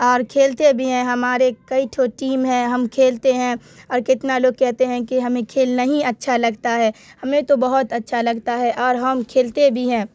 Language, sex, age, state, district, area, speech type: Urdu, female, 18-30, Bihar, Darbhanga, rural, spontaneous